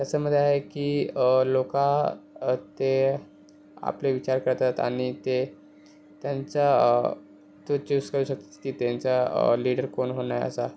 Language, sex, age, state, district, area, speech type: Marathi, male, 30-45, Maharashtra, Thane, urban, spontaneous